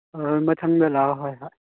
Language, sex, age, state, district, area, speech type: Manipuri, male, 18-30, Manipur, Chandel, rural, conversation